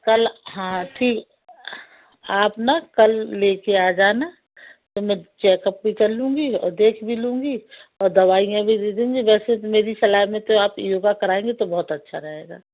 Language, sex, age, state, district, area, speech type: Hindi, female, 45-60, Madhya Pradesh, Jabalpur, urban, conversation